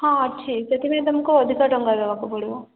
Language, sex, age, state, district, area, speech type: Odia, female, 18-30, Odisha, Subarnapur, urban, conversation